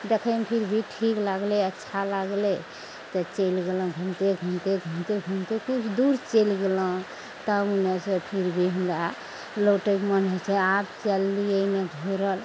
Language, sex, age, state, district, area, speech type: Maithili, female, 60+, Bihar, Araria, rural, spontaneous